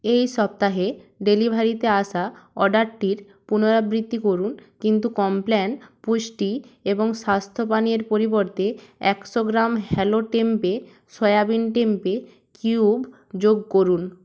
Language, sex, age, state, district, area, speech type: Bengali, female, 18-30, West Bengal, Purba Medinipur, rural, read